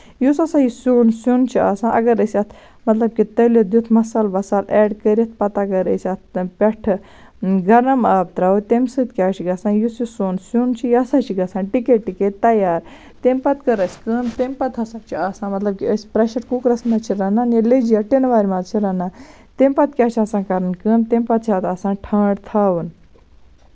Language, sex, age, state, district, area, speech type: Kashmiri, female, 30-45, Jammu and Kashmir, Baramulla, rural, spontaneous